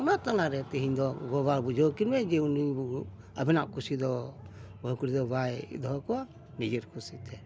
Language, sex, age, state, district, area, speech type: Santali, male, 60+, West Bengal, Dakshin Dinajpur, rural, spontaneous